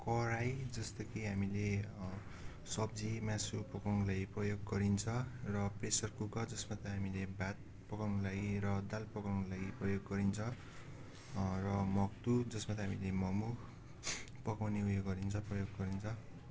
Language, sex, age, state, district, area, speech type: Nepali, male, 18-30, West Bengal, Darjeeling, rural, spontaneous